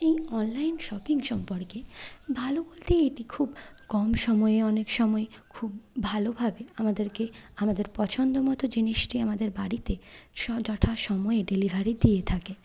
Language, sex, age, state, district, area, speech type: Bengali, female, 30-45, West Bengal, Bankura, urban, spontaneous